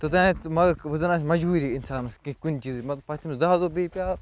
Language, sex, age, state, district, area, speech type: Kashmiri, male, 30-45, Jammu and Kashmir, Bandipora, rural, spontaneous